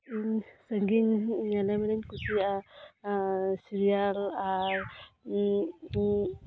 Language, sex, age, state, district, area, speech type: Santali, female, 30-45, West Bengal, Birbhum, rural, spontaneous